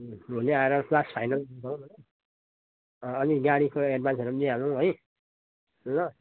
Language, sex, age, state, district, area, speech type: Nepali, male, 30-45, West Bengal, Jalpaiguri, urban, conversation